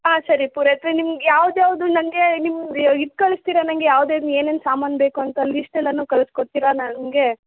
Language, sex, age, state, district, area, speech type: Kannada, female, 18-30, Karnataka, Mysore, rural, conversation